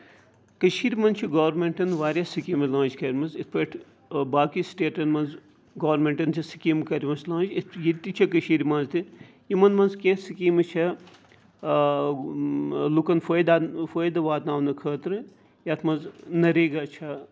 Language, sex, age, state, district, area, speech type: Kashmiri, male, 45-60, Jammu and Kashmir, Srinagar, urban, spontaneous